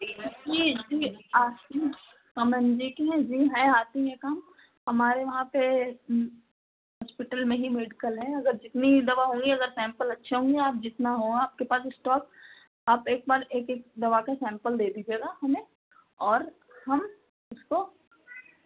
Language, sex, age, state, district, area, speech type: Hindi, female, 30-45, Uttar Pradesh, Sitapur, rural, conversation